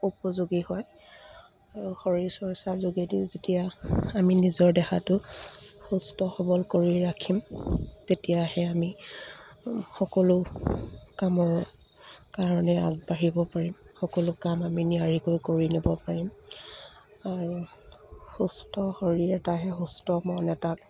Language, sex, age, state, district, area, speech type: Assamese, female, 45-60, Assam, Dibrugarh, rural, spontaneous